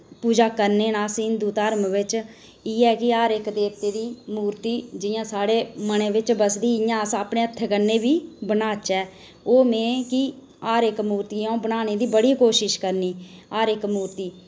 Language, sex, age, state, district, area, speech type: Dogri, female, 30-45, Jammu and Kashmir, Reasi, rural, spontaneous